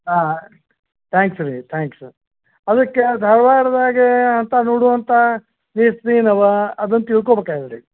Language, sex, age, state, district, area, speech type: Kannada, male, 60+, Karnataka, Dharwad, rural, conversation